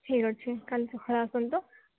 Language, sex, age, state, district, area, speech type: Odia, female, 18-30, Odisha, Koraput, urban, conversation